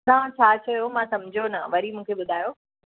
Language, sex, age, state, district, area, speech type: Sindhi, female, 45-60, Maharashtra, Mumbai Suburban, urban, conversation